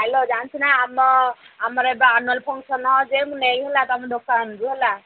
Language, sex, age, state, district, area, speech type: Odia, female, 18-30, Odisha, Ganjam, urban, conversation